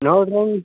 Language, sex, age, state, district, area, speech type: Kannada, male, 18-30, Karnataka, Bidar, urban, conversation